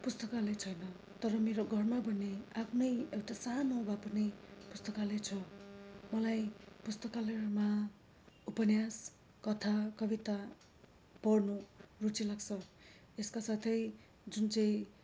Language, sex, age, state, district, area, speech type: Nepali, female, 45-60, West Bengal, Darjeeling, rural, spontaneous